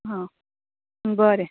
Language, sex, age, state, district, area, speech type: Goan Konkani, female, 30-45, Goa, Canacona, rural, conversation